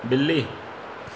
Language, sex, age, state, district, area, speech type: Sindhi, male, 30-45, Gujarat, Surat, urban, read